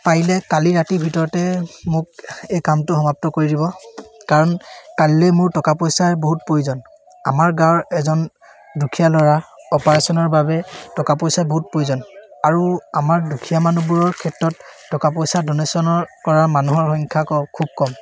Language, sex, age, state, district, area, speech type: Assamese, male, 18-30, Assam, Sivasagar, rural, spontaneous